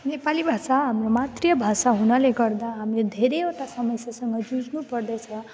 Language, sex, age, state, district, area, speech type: Nepali, female, 18-30, West Bengal, Jalpaiguri, rural, spontaneous